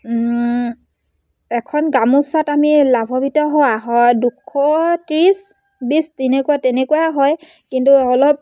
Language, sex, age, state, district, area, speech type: Assamese, female, 30-45, Assam, Dibrugarh, rural, spontaneous